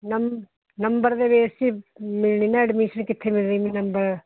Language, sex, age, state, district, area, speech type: Punjabi, female, 45-60, Punjab, Hoshiarpur, urban, conversation